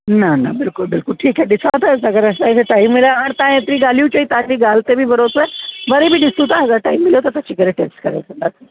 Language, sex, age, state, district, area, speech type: Sindhi, female, 45-60, Uttar Pradesh, Lucknow, rural, conversation